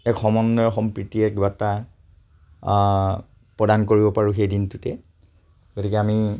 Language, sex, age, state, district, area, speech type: Assamese, male, 30-45, Assam, Charaideo, rural, spontaneous